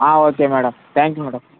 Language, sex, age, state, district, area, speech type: Tamil, male, 18-30, Tamil Nadu, Tirunelveli, rural, conversation